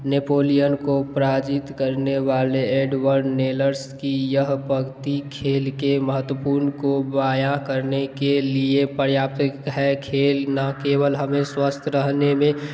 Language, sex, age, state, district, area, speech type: Hindi, male, 18-30, Bihar, Darbhanga, rural, spontaneous